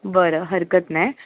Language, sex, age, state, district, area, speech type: Marathi, female, 18-30, Maharashtra, Mumbai Suburban, urban, conversation